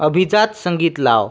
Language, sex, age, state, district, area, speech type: Marathi, male, 18-30, Maharashtra, Washim, rural, read